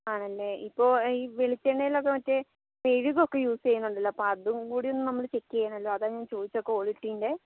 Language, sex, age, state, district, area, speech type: Malayalam, other, 18-30, Kerala, Kozhikode, urban, conversation